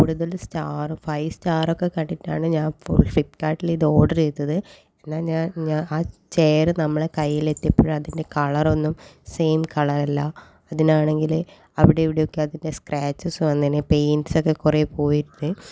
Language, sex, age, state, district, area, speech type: Malayalam, female, 18-30, Kerala, Kannur, rural, spontaneous